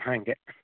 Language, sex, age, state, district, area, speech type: Kannada, male, 30-45, Karnataka, Uttara Kannada, rural, conversation